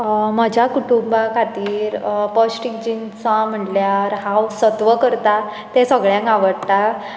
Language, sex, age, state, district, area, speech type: Goan Konkani, female, 18-30, Goa, Bardez, rural, spontaneous